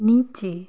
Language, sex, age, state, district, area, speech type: Bengali, female, 18-30, West Bengal, Nadia, rural, read